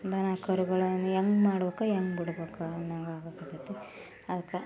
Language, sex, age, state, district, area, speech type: Kannada, female, 18-30, Karnataka, Koppal, rural, spontaneous